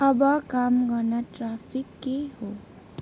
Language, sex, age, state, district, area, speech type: Nepali, female, 18-30, West Bengal, Jalpaiguri, urban, read